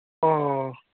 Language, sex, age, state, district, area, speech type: Manipuri, male, 30-45, Manipur, Kangpokpi, urban, conversation